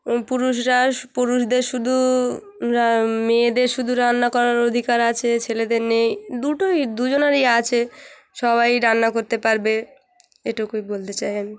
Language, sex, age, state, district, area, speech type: Bengali, female, 18-30, West Bengal, Hooghly, urban, spontaneous